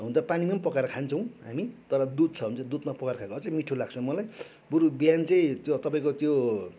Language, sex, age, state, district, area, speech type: Nepali, male, 45-60, West Bengal, Darjeeling, rural, spontaneous